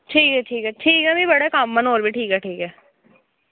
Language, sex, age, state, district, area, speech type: Dogri, female, 18-30, Jammu and Kashmir, Samba, rural, conversation